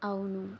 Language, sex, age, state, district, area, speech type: Telugu, female, 18-30, Andhra Pradesh, Kakinada, urban, read